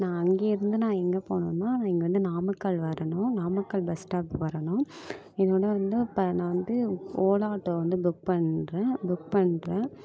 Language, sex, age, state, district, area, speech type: Tamil, female, 18-30, Tamil Nadu, Namakkal, urban, spontaneous